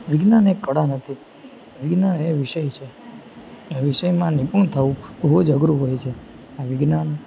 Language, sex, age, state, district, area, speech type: Gujarati, male, 18-30, Gujarat, Junagadh, urban, spontaneous